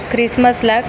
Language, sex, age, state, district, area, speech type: Marathi, female, 18-30, Maharashtra, Jalna, urban, spontaneous